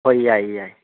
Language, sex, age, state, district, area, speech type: Manipuri, male, 30-45, Manipur, Kangpokpi, urban, conversation